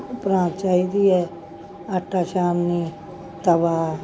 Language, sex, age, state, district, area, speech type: Punjabi, female, 60+, Punjab, Bathinda, urban, spontaneous